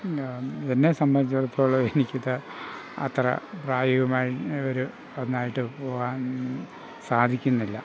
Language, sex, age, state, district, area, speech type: Malayalam, male, 60+, Kerala, Pathanamthitta, rural, spontaneous